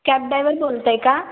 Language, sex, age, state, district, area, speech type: Marathi, female, 18-30, Maharashtra, Wardha, rural, conversation